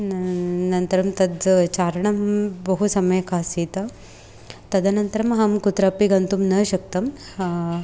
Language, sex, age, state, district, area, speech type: Sanskrit, female, 18-30, Karnataka, Dharwad, urban, spontaneous